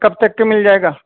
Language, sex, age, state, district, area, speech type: Urdu, male, 45-60, Uttar Pradesh, Muzaffarnagar, rural, conversation